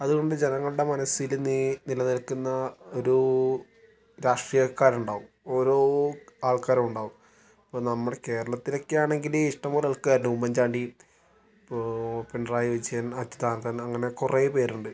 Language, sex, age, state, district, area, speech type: Malayalam, male, 18-30, Kerala, Wayanad, rural, spontaneous